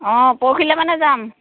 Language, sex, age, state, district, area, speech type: Assamese, female, 45-60, Assam, Lakhimpur, rural, conversation